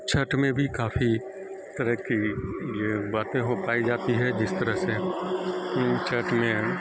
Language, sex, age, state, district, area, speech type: Urdu, male, 18-30, Bihar, Saharsa, rural, spontaneous